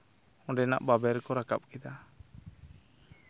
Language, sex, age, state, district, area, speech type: Santali, male, 18-30, West Bengal, Purulia, rural, spontaneous